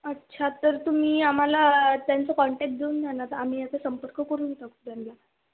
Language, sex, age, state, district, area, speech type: Marathi, female, 30-45, Maharashtra, Wardha, rural, conversation